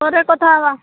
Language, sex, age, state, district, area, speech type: Odia, female, 60+, Odisha, Boudh, rural, conversation